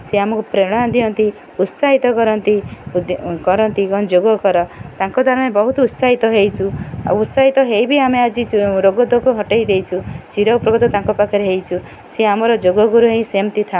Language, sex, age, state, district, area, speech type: Odia, female, 45-60, Odisha, Kendrapara, urban, spontaneous